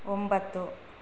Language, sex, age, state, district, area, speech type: Kannada, female, 30-45, Karnataka, Bangalore Rural, rural, read